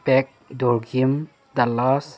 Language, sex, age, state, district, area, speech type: Manipuri, male, 30-45, Manipur, Chandel, rural, spontaneous